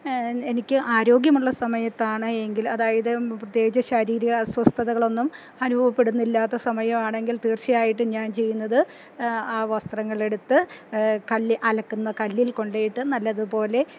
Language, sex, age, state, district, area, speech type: Malayalam, female, 60+, Kerala, Idukki, rural, spontaneous